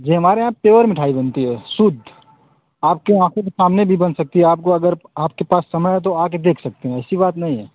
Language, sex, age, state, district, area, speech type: Hindi, male, 18-30, Uttar Pradesh, Azamgarh, rural, conversation